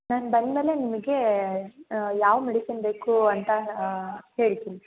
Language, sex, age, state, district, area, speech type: Kannada, female, 18-30, Karnataka, Chikkamagaluru, rural, conversation